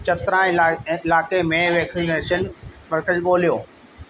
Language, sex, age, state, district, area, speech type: Sindhi, male, 60+, Delhi, South Delhi, urban, read